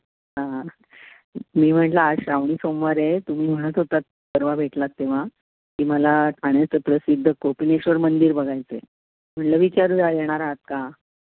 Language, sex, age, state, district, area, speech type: Marathi, female, 60+, Maharashtra, Thane, urban, conversation